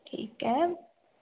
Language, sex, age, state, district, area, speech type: Marathi, female, 18-30, Maharashtra, Ratnagiri, rural, conversation